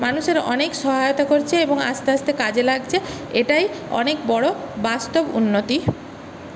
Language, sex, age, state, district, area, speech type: Bengali, female, 30-45, West Bengal, Paschim Medinipur, urban, spontaneous